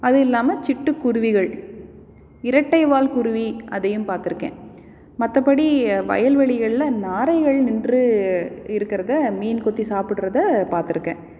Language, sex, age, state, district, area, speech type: Tamil, female, 30-45, Tamil Nadu, Salem, urban, spontaneous